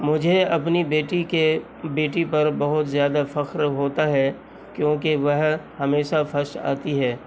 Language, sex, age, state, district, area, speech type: Urdu, male, 45-60, Uttar Pradesh, Gautam Buddha Nagar, rural, spontaneous